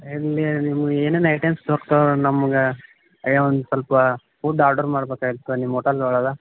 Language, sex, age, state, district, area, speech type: Kannada, male, 18-30, Karnataka, Gadag, urban, conversation